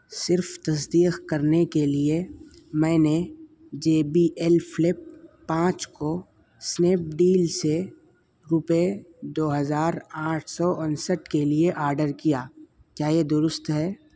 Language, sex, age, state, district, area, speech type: Urdu, male, 30-45, Uttar Pradesh, Muzaffarnagar, urban, read